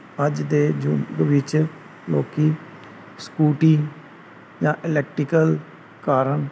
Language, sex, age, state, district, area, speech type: Punjabi, male, 30-45, Punjab, Gurdaspur, rural, spontaneous